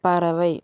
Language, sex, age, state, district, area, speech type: Tamil, female, 18-30, Tamil Nadu, Tiruvallur, urban, read